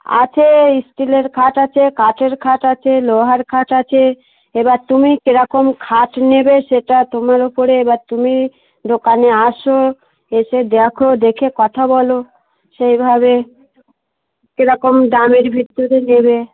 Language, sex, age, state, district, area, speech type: Bengali, female, 30-45, West Bengal, Darjeeling, urban, conversation